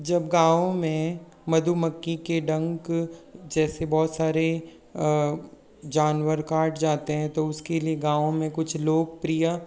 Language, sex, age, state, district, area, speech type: Hindi, male, 60+, Rajasthan, Jodhpur, rural, spontaneous